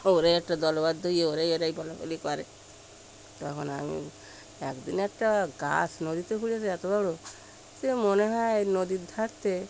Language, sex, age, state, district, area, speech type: Bengali, female, 60+, West Bengal, Birbhum, urban, spontaneous